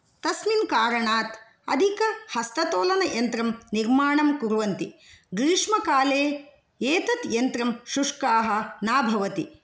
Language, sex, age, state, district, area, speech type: Sanskrit, female, 45-60, Kerala, Kasaragod, rural, spontaneous